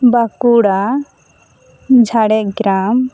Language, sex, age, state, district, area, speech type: Santali, female, 18-30, West Bengal, Bankura, rural, spontaneous